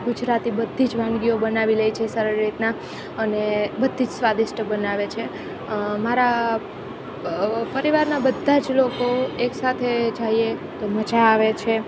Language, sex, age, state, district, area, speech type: Gujarati, female, 18-30, Gujarat, Junagadh, rural, spontaneous